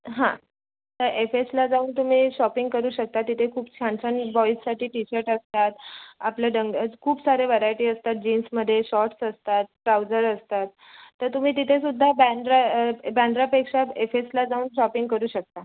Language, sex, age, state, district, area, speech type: Marathi, female, 18-30, Maharashtra, Raigad, rural, conversation